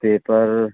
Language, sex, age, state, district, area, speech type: Hindi, male, 30-45, Madhya Pradesh, Seoni, urban, conversation